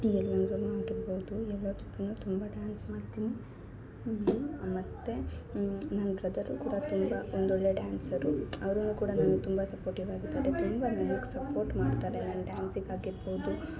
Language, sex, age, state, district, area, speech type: Kannada, female, 18-30, Karnataka, Chikkaballapur, urban, spontaneous